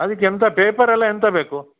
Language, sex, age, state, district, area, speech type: Kannada, male, 60+, Karnataka, Dakshina Kannada, rural, conversation